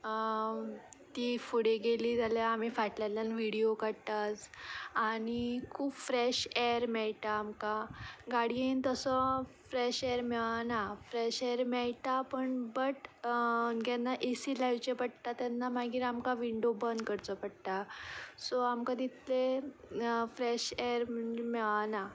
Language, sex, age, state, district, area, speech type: Goan Konkani, female, 18-30, Goa, Ponda, rural, spontaneous